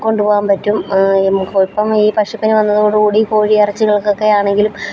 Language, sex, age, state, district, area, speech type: Malayalam, female, 30-45, Kerala, Alappuzha, rural, spontaneous